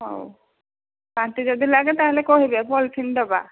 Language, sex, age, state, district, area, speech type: Odia, female, 45-60, Odisha, Angul, rural, conversation